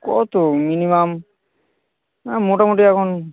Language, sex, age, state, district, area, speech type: Bengali, male, 18-30, West Bengal, South 24 Parganas, rural, conversation